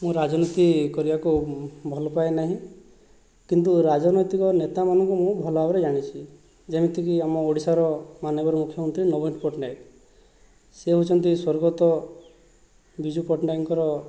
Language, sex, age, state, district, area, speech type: Odia, male, 45-60, Odisha, Boudh, rural, spontaneous